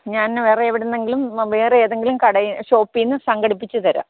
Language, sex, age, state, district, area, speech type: Malayalam, female, 45-60, Kerala, Kottayam, rural, conversation